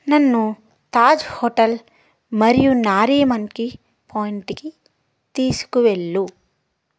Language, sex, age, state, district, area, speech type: Telugu, female, 18-30, Andhra Pradesh, Palnadu, urban, read